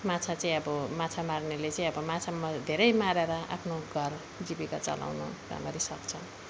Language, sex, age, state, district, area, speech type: Nepali, female, 45-60, West Bengal, Alipurduar, urban, spontaneous